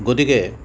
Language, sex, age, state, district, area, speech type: Assamese, male, 45-60, Assam, Sonitpur, urban, spontaneous